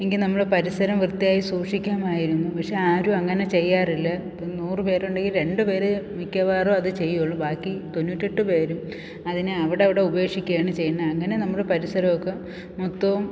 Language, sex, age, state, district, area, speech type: Malayalam, female, 45-60, Kerala, Thiruvananthapuram, urban, spontaneous